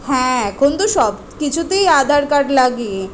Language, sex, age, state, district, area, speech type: Bengali, female, 18-30, West Bengal, Kolkata, urban, spontaneous